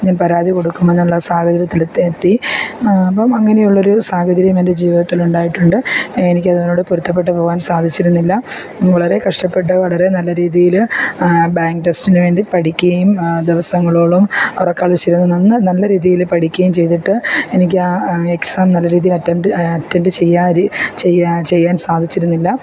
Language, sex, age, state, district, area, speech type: Malayalam, female, 30-45, Kerala, Alappuzha, rural, spontaneous